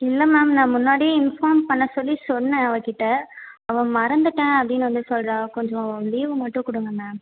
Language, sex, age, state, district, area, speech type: Tamil, female, 18-30, Tamil Nadu, Viluppuram, urban, conversation